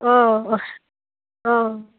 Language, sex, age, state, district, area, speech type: Assamese, female, 30-45, Assam, Udalguri, rural, conversation